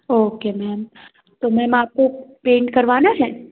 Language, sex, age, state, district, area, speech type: Hindi, female, 18-30, Madhya Pradesh, Gwalior, urban, conversation